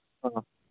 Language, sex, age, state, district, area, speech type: Manipuri, male, 18-30, Manipur, Kangpokpi, urban, conversation